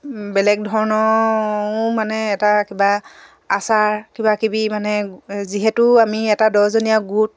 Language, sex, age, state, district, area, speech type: Assamese, female, 45-60, Assam, Dibrugarh, rural, spontaneous